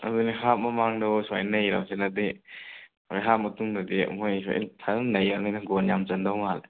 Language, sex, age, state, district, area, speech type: Manipuri, male, 18-30, Manipur, Thoubal, rural, conversation